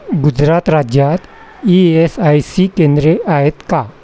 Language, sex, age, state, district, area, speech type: Marathi, male, 60+, Maharashtra, Wardha, rural, read